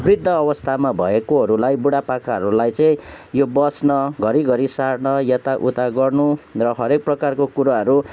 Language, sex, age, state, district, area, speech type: Nepali, male, 30-45, West Bengal, Kalimpong, rural, spontaneous